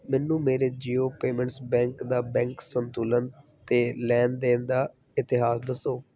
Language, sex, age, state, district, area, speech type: Punjabi, male, 30-45, Punjab, Kapurthala, urban, read